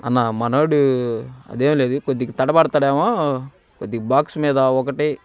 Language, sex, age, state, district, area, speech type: Telugu, male, 18-30, Andhra Pradesh, Bapatla, rural, spontaneous